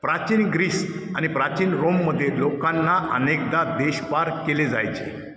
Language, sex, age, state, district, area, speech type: Marathi, male, 60+, Maharashtra, Ahmednagar, urban, read